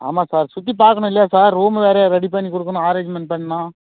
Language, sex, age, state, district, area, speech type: Tamil, male, 30-45, Tamil Nadu, Krishnagiri, rural, conversation